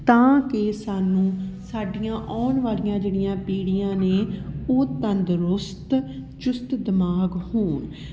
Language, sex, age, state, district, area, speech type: Punjabi, female, 30-45, Punjab, Patiala, urban, spontaneous